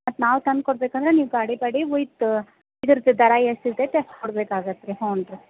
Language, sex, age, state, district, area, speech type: Kannada, female, 30-45, Karnataka, Gadag, rural, conversation